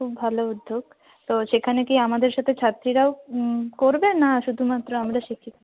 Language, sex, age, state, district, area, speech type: Bengali, female, 30-45, West Bengal, North 24 Parganas, rural, conversation